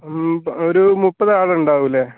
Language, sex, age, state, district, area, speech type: Malayalam, male, 18-30, Kerala, Wayanad, rural, conversation